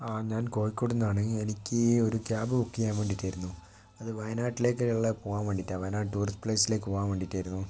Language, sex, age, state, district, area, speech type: Malayalam, male, 30-45, Kerala, Kozhikode, urban, spontaneous